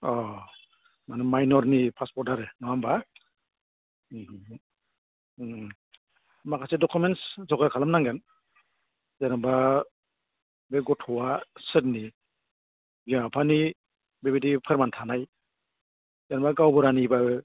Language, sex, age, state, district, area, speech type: Bodo, male, 60+, Assam, Udalguri, urban, conversation